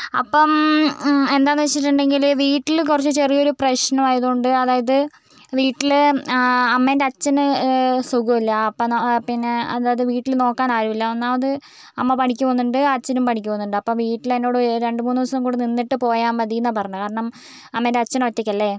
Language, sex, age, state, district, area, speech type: Malayalam, female, 45-60, Kerala, Wayanad, rural, spontaneous